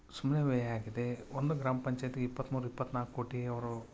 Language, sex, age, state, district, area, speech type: Kannada, male, 45-60, Karnataka, Koppal, urban, spontaneous